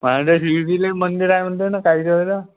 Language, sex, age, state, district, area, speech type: Marathi, male, 18-30, Maharashtra, Nagpur, rural, conversation